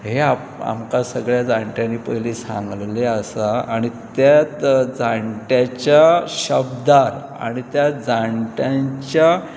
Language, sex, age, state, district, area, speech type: Goan Konkani, male, 45-60, Goa, Pernem, rural, spontaneous